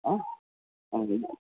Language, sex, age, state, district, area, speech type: Kannada, male, 30-45, Karnataka, Koppal, rural, conversation